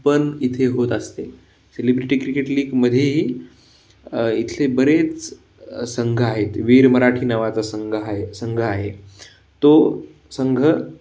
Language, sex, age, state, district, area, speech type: Marathi, male, 18-30, Maharashtra, Pune, urban, spontaneous